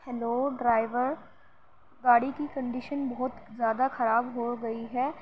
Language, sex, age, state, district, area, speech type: Urdu, female, 18-30, Uttar Pradesh, Gautam Buddha Nagar, rural, spontaneous